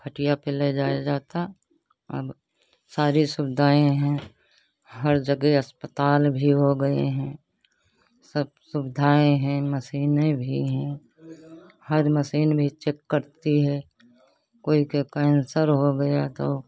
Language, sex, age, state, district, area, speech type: Hindi, female, 60+, Uttar Pradesh, Lucknow, urban, spontaneous